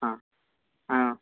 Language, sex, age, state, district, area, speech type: Kannada, male, 18-30, Karnataka, Uttara Kannada, rural, conversation